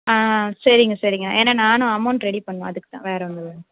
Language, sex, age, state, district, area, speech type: Tamil, female, 30-45, Tamil Nadu, Mayiladuthurai, rural, conversation